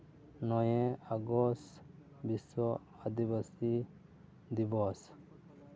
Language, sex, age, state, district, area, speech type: Santali, male, 30-45, West Bengal, Purba Bardhaman, rural, spontaneous